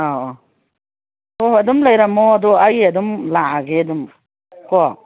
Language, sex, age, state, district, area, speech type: Manipuri, female, 60+, Manipur, Kangpokpi, urban, conversation